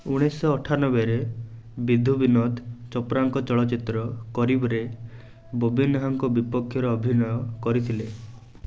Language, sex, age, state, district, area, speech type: Odia, male, 18-30, Odisha, Rayagada, urban, read